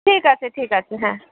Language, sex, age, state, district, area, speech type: Bengali, female, 30-45, West Bengal, Alipurduar, rural, conversation